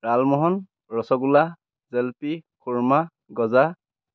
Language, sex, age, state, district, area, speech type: Assamese, male, 18-30, Assam, Majuli, urban, spontaneous